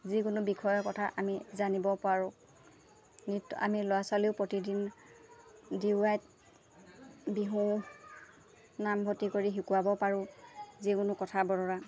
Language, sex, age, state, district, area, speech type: Assamese, female, 18-30, Assam, Lakhimpur, urban, spontaneous